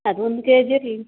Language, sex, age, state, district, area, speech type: Kannada, female, 30-45, Karnataka, Udupi, rural, conversation